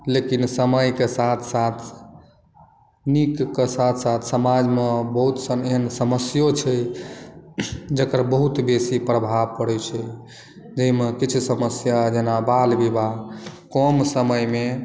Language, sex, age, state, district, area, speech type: Maithili, male, 18-30, Bihar, Madhubani, rural, spontaneous